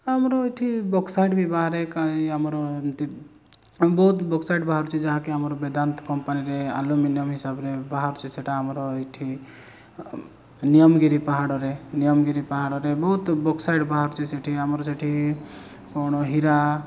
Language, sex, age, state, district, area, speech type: Odia, male, 30-45, Odisha, Kalahandi, rural, spontaneous